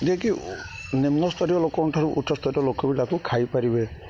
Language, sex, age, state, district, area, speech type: Odia, male, 30-45, Odisha, Jagatsinghpur, rural, spontaneous